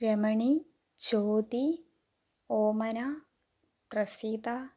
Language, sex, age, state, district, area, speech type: Malayalam, female, 18-30, Kerala, Palakkad, urban, spontaneous